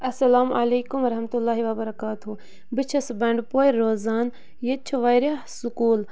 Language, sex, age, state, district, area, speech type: Kashmiri, female, 18-30, Jammu and Kashmir, Bandipora, rural, spontaneous